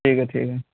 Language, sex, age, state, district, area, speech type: Urdu, male, 18-30, Bihar, Purnia, rural, conversation